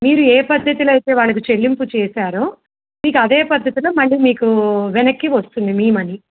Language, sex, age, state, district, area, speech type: Telugu, female, 30-45, Telangana, Medak, rural, conversation